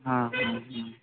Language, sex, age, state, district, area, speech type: Kannada, male, 18-30, Karnataka, Gadag, rural, conversation